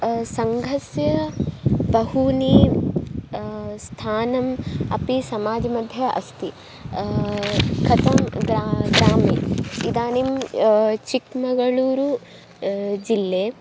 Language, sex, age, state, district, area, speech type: Sanskrit, female, 18-30, Karnataka, Vijayanagara, urban, spontaneous